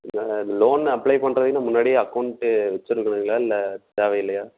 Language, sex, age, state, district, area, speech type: Tamil, male, 18-30, Tamil Nadu, Erode, rural, conversation